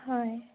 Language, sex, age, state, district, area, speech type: Assamese, female, 18-30, Assam, Majuli, urban, conversation